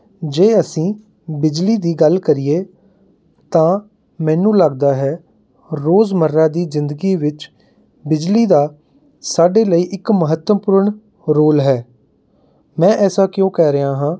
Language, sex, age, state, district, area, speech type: Punjabi, male, 30-45, Punjab, Mohali, urban, spontaneous